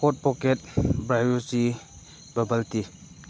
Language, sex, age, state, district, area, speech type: Manipuri, male, 45-60, Manipur, Chandel, rural, spontaneous